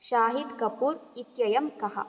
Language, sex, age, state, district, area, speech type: Sanskrit, female, 18-30, Karnataka, Bangalore Rural, urban, read